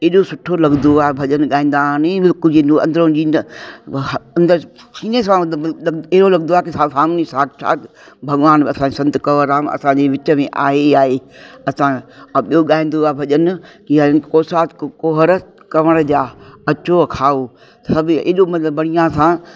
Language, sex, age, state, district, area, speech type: Sindhi, female, 60+, Uttar Pradesh, Lucknow, urban, spontaneous